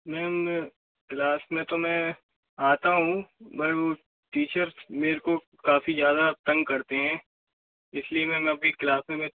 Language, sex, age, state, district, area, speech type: Hindi, male, 18-30, Madhya Pradesh, Gwalior, rural, conversation